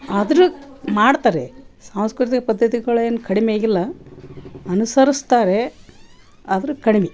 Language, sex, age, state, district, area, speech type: Kannada, female, 60+, Karnataka, Koppal, rural, spontaneous